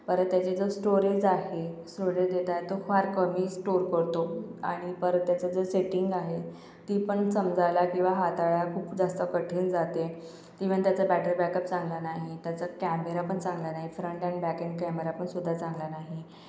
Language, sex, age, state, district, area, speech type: Marathi, female, 18-30, Maharashtra, Akola, urban, spontaneous